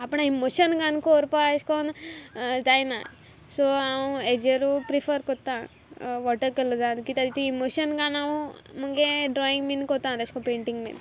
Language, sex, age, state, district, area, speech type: Goan Konkani, female, 18-30, Goa, Quepem, rural, spontaneous